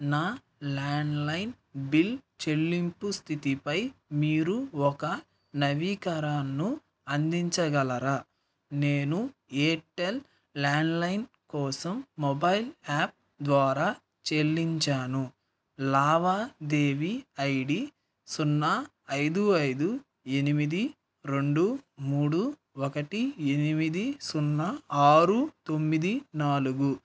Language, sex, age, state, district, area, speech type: Telugu, male, 18-30, Andhra Pradesh, Nellore, rural, read